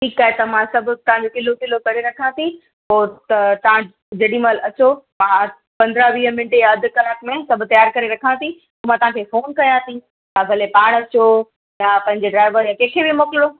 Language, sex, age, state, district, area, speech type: Sindhi, female, 18-30, Gujarat, Kutch, urban, conversation